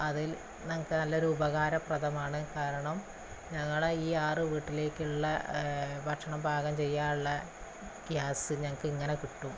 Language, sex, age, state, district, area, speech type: Malayalam, female, 30-45, Kerala, Malappuram, rural, spontaneous